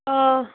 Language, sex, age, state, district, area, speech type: Kashmiri, female, 30-45, Jammu and Kashmir, Bandipora, rural, conversation